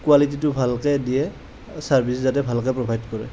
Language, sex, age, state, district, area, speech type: Assamese, male, 30-45, Assam, Nalbari, rural, spontaneous